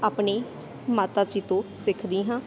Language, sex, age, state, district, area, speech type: Punjabi, female, 18-30, Punjab, Sangrur, rural, spontaneous